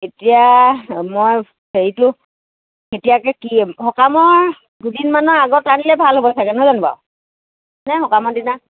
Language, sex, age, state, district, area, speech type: Assamese, female, 60+, Assam, Lakhimpur, rural, conversation